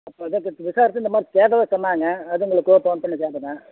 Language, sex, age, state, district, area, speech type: Tamil, male, 60+, Tamil Nadu, Madurai, rural, conversation